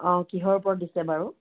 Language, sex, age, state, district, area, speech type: Assamese, female, 45-60, Assam, Charaideo, urban, conversation